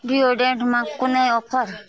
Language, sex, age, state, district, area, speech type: Nepali, female, 45-60, West Bengal, Alipurduar, urban, read